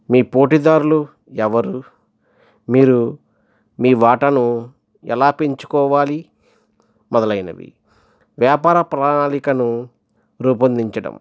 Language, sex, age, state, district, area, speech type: Telugu, male, 45-60, Andhra Pradesh, East Godavari, rural, spontaneous